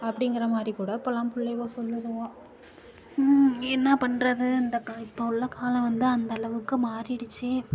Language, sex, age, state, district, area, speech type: Tamil, female, 30-45, Tamil Nadu, Nagapattinam, rural, spontaneous